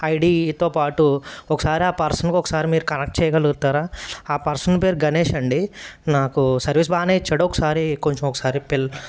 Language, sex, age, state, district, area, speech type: Telugu, male, 30-45, Andhra Pradesh, N T Rama Rao, urban, spontaneous